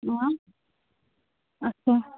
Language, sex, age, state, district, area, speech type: Kashmiri, female, 30-45, Jammu and Kashmir, Bandipora, rural, conversation